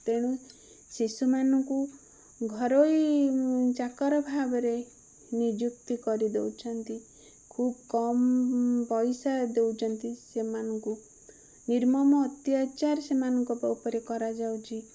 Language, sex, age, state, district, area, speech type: Odia, female, 30-45, Odisha, Bhadrak, rural, spontaneous